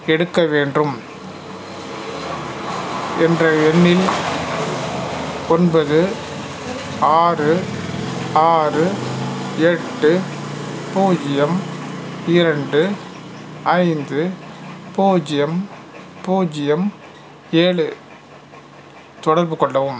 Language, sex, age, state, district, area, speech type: Tamil, male, 45-60, Tamil Nadu, Salem, rural, read